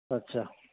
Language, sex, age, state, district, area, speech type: Urdu, male, 18-30, Uttar Pradesh, Saharanpur, urban, conversation